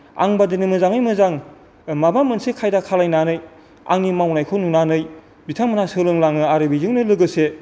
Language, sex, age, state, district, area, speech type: Bodo, male, 45-60, Assam, Kokrajhar, rural, spontaneous